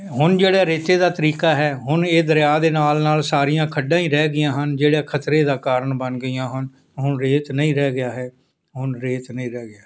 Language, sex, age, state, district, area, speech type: Punjabi, male, 60+, Punjab, Fazilka, rural, spontaneous